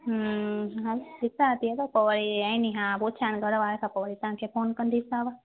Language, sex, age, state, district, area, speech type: Sindhi, female, 18-30, Gujarat, Junagadh, rural, conversation